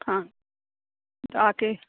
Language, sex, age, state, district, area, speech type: Punjabi, female, 45-60, Punjab, Fazilka, rural, conversation